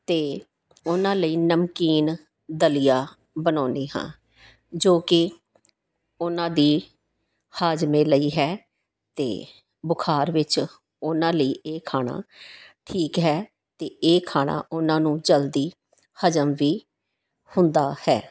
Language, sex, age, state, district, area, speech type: Punjabi, female, 45-60, Punjab, Tarn Taran, urban, spontaneous